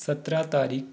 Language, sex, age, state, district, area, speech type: Hindi, male, 45-60, Madhya Pradesh, Balaghat, rural, spontaneous